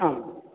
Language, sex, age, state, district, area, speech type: Sanskrit, male, 45-60, Rajasthan, Bharatpur, urban, conversation